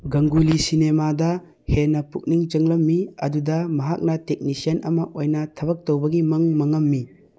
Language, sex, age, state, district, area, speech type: Manipuri, male, 18-30, Manipur, Churachandpur, rural, read